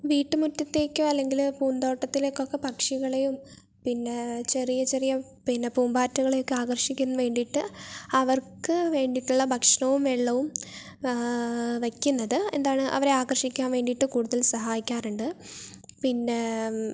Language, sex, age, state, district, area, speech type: Malayalam, female, 18-30, Kerala, Wayanad, rural, spontaneous